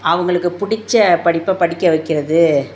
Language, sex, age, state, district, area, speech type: Tamil, female, 60+, Tamil Nadu, Tiruchirappalli, rural, spontaneous